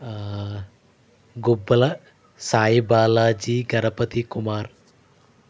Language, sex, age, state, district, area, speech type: Telugu, male, 45-60, Andhra Pradesh, East Godavari, rural, spontaneous